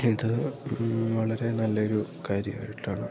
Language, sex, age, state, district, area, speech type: Malayalam, male, 18-30, Kerala, Idukki, rural, spontaneous